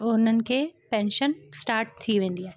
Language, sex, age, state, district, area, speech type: Sindhi, female, 18-30, Gujarat, Kutch, urban, spontaneous